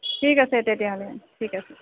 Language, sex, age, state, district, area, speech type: Assamese, female, 30-45, Assam, Goalpara, urban, conversation